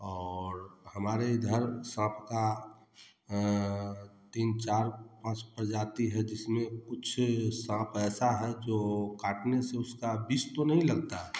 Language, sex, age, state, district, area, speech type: Hindi, male, 30-45, Bihar, Samastipur, rural, spontaneous